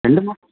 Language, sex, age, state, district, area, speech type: Tamil, male, 30-45, Tamil Nadu, Thoothukudi, urban, conversation